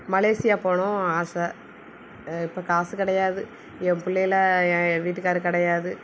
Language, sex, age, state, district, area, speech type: Tamil, female, 30-45, Tamil Nadu, Thoothukudi, urban, spontaneous